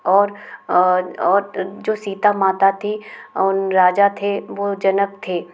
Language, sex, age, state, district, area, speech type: Hindi, female, 30-45, Madhya Pradesh, Gwalior, urban, spontaneous